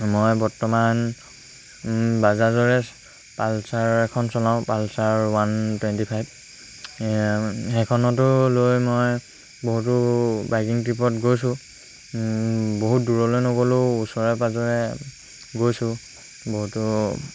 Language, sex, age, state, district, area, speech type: Assamese, male, 18-30, Assam, Lakhimpur, rural, spontaneous